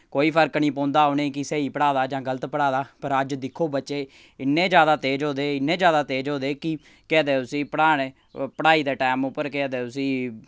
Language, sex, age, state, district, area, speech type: Dogri, male, 30-45, Jammu and Kashmir, Samba, rural, spontaneous